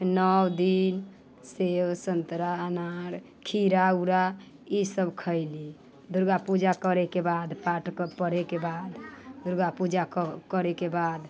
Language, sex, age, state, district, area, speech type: Maithili, female, 30-45, Bihar, Muzaffarpur, rural, spontaneous